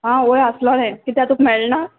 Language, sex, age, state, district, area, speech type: Goan Konkani, female, 18-30, Goa, Salcete, rural, conversation